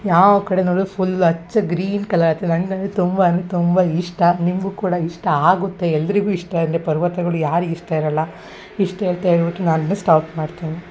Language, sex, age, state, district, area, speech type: Kannada, female, 30-45, Karnataka, Hassan, urban, spontaneous